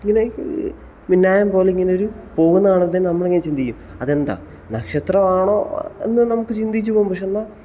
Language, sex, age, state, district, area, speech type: Malayalam, male, 18-30, Kerala, Kottayam, rural, spontaneous